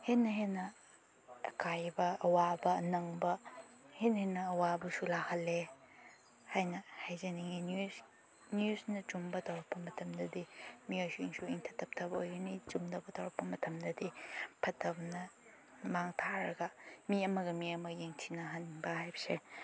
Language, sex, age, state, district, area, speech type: Manipuri, female, 30-45, Manipur, Chandel, rural, spontaneous